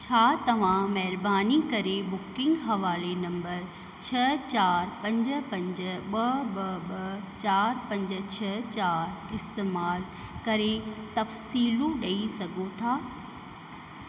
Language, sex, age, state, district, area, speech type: Sindhi, female, 45-60, Rajasthan, Ajmer, urban, read